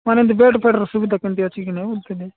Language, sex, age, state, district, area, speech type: Odia, male, 18-30, Odisha, Nabarangpur, urban, conversation